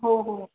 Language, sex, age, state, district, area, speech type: Marathi, female, 18-30, Maharashtra, Sindhudurg, rural, conversation